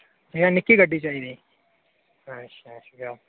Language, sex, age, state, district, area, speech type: Dogri, male, 18-30, Jammu and Kashmir, Reasi, rural, conversation